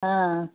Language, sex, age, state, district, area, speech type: Tamil, female, 60+, Tamil Nadu, Kallakurichi, urban, conversation